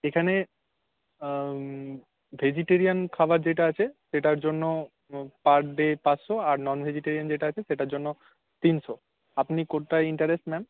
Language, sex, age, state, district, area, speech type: Bengali, male, 18-30, West Bengal, Paschim Medinipur, rural, conversation